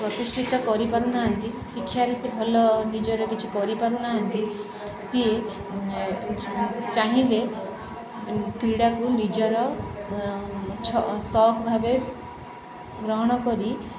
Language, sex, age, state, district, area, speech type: Odia, female, 30-45, Odisha, Sundergarh, urban, spontaneous